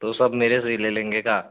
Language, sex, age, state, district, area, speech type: Hindi, male, 18-30, Uttar Pradesh, Azamgarh, rural, conversation